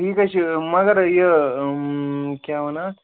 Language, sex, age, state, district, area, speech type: Kashmiri, male, 18-30, Jammu and Kashmir, Baramulla, rural, conversation